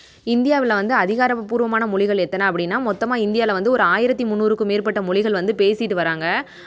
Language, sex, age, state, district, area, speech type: Tamil, female, 30-45, Tamil Nadu, Cuddalore, rural, spontaneous